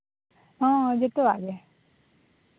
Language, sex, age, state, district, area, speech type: Santali, female, 18-30, Jharkhand, East Singhbhum, rural, conversation